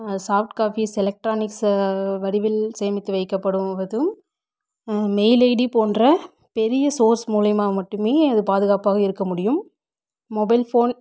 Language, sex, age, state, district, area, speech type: Tamil, female, 18-30, Tamil Nadu, Namakkal, rural, spontaneous